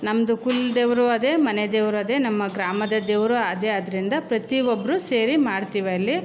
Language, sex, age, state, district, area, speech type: Kannada, female, 30-45, Karnataka, Chamarajanagar, rural, spontaneous